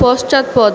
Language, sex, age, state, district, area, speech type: Bengali, female, 45-60, West Bengal, Purba Bardhaman, rural, read